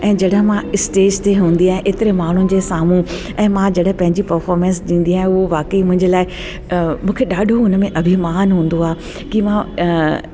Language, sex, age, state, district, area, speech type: Sindhi, female, 45-60, Delhi, South Delhi, urban, spontaneous